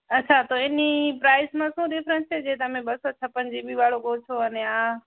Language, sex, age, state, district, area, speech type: Gujarati, male, 18-30, Gujarat, Kutch, rural, conversation